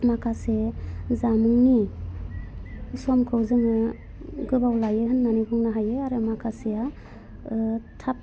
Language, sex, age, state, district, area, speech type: Bodo, female, 30-45, Assam, Udalguri, rural, spontaneous